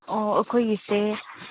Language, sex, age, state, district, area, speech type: Manipuri, female, 30-45, Manipur, Chandel, rural, conversation